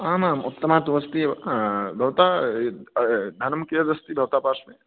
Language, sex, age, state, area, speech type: Sanskrit, male, 18-30, Madhya Pradesh, rural, conversation